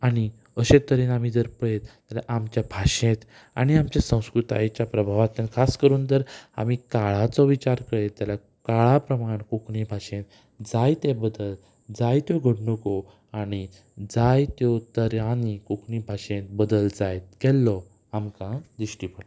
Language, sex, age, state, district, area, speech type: Goan Konkani, male, 18-30, Goa, Ponda, rural, spontaneous